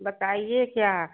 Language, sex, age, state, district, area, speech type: Hindi, female, 45-60, Uttar Pradesh, Lucknow, rural, conversation